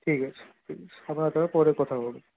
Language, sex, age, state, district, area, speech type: Bengali, male, 30-45, West Bengal, Purulia, urban, conversation